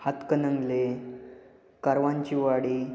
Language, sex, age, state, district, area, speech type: Marathi, male, 18-30, Maharashtra, Ratnagiri, urban, spontaneous